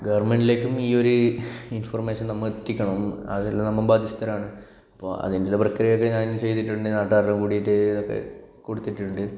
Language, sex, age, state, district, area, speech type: Malayalam, male, 18-30, Kerala, Kasaragod, rural, spontaneous